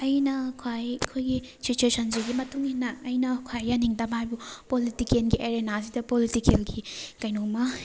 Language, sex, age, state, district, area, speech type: Manipuri, female, 30-45, Manipur, Thoubal, rural, spontaneous